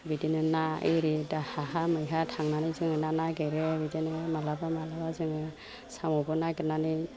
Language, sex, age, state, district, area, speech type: Bodo, female, 45-60, Assam, Chirang, rural, spontaneous